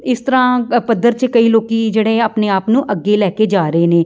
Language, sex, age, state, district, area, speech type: Punjabi, female, 30-45, Punjab, Amritsar, urban, spontaneous